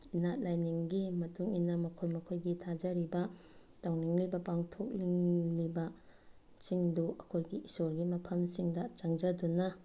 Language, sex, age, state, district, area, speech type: Manipuri, female, 30-45, Manipur, Bishnupur, rural, spontaneous